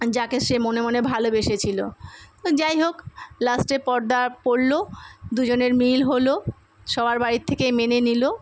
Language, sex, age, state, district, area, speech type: Bengali, female, 45-60, West Bengal, Kolkata, urban, spontaneous